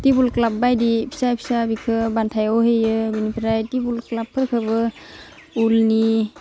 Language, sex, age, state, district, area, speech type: Bodo, female, 18-30, Assam, Udalguri, urban, spontaneous